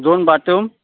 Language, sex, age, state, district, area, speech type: Marathi, male, 18-30, Maharashtra, Nagpur, urban, conversation